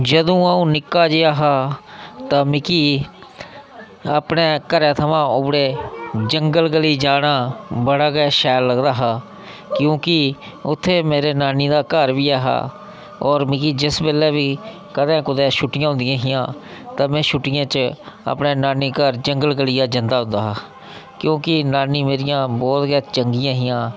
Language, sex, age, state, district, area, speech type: Dogri, male, 30-45, Jammu and Kashmir, Udhampur, rural, spontaneous